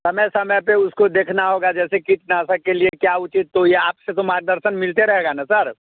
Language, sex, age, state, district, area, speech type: Hindi, male, 30-45, Bihar, Muzaffarpur, rural, conversation